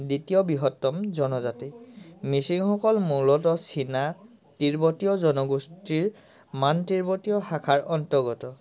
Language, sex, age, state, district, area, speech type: Assamese, male, 30-45, Assam, Sivasagar, rural, spontaneous